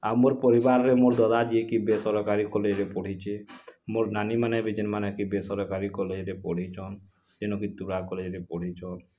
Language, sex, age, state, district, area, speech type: Odia, male, 18-30, Odisha, Bargarh, rural, spontaneous